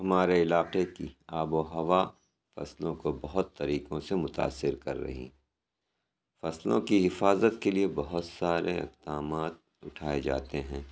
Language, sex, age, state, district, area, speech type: Urdu, male, 45-60, Uttar Pradesh, Lucknow, rural, spontaneous